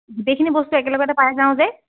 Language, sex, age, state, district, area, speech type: Assamese, female, 18-30, Assam, Lakhimpur, rural, conversation